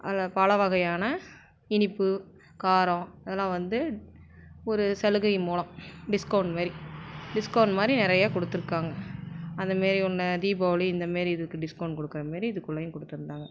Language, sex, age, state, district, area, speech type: Tamil, female, 18-30, Tamil Nadu, Salem, rural, spontaneous